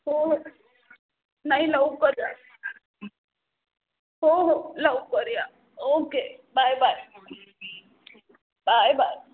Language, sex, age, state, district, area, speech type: Marathi, female, 45-60, Maharashtra, Pune, urban, conversation